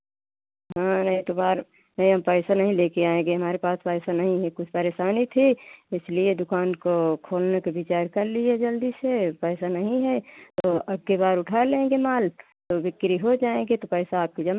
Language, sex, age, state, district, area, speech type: Hindi, female, 60+, Uttar Pradesh, Pratapgarh, rural, conversation